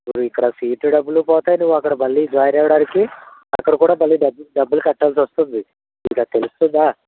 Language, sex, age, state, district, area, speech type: Telugu, male, 60+, Andhra Pradesh, Konaseema, rural, conversation